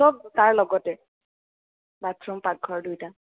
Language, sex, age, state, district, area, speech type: Assamese, female, 18-30, Assam, Sonitpur, rural, conversation